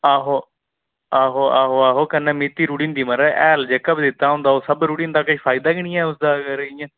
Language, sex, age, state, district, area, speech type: Dogri, male, 30-45, Jammu and Kashmir, Udhampur, rural, conversation